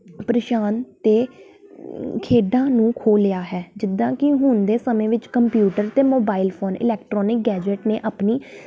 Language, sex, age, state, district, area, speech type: Punjabi, female, 18-30, Punjab, Tarn Taran, urban, spontaneous